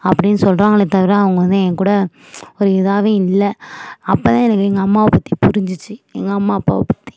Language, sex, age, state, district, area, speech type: Tamil, female, 18-30, Tamil Nadu, Nagapattinam, urban, spontaneous